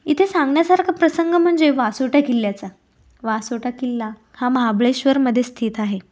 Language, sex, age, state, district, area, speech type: Marathi, female, 18-30, Maharashtra, Pune, rural, spontaneous